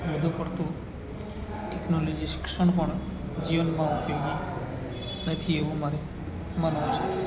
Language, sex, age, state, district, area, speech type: Gujarati, male, 45-60, Gujarat, Narmada, rural, spontaneous